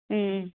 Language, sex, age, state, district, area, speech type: Manipuri, female, 45-60, Manipur, Churachandpur, urban, conversation